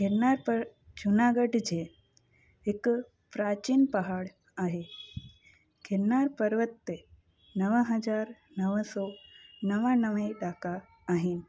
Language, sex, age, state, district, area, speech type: Sindhi, female, 18-30, Gujarat, Junagadh, urban, spontaneous